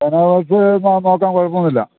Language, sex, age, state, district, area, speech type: Malayalam, male, 60+, Kerala, Idukki, rural, conversation